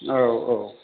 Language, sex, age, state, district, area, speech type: Bodo, male, 45-60, Assam, Chirang, urban, conversation